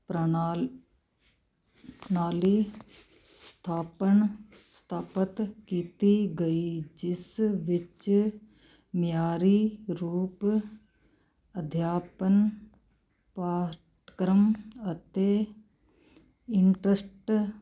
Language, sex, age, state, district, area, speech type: Punjabi, female, 45-60, Punjab, Muktsar, urban, read